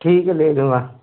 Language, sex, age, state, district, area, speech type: Hindi, male, 30-45, Madhya Pradesh, Seoni, urban, conversation